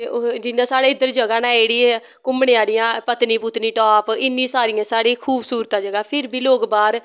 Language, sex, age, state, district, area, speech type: Dogri, female, 18-30, Jammu and Kashmir, Samba, rural, spontaneous